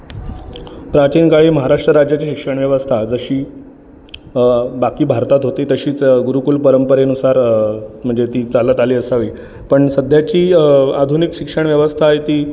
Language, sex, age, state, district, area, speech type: Marathi, male, 30-45, Maharashtra, Ratnagiri, urban, spontaneous